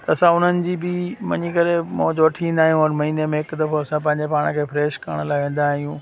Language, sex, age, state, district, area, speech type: Sindhi, male, 30-45, Gujarat, Junagadh, rural, spontaneous